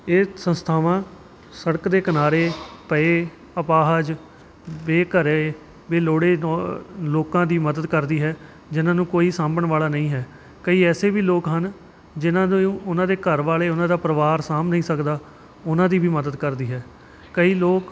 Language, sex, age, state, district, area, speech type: Punjabi, male, 30-45, Punjab, Kapurthala, rural, spontaneous